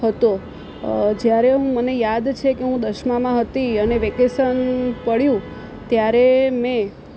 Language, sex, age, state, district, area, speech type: Gujarati, female, 30-45, Gujarat, Surat, urban, spontaneous